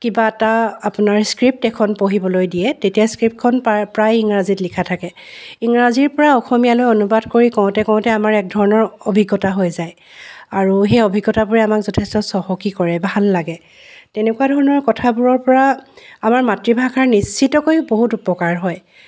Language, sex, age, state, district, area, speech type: Assamese, female, 45-60, Assam, Charaideo, urban, spontaneous